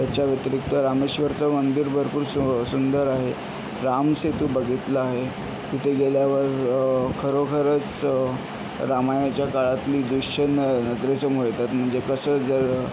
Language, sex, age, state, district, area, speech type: Marathi, male, 18-30, Maharashtra, Yavatmal, rural, spontaneous